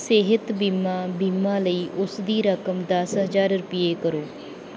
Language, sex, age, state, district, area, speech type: Punjabi, female, 18-30, Punjab, Bathinda, rural, read